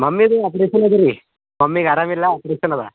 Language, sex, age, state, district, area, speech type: Kannada, male, 18-30, Karnataka, Bidar, urban, conversation